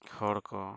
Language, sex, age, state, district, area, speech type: Santali, male, 30-45, Jharkhand, East Singhbhum, rural, spontaneous